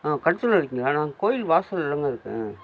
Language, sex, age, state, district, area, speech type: Tamil, male, 45-60, Tamil Nadu, Nagapattinam, rural, spontaneous